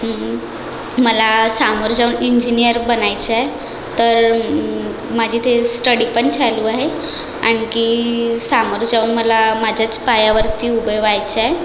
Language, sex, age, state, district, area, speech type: Marathi, female, 18-30, Maharashtra, Nagpur, urban, spontaneous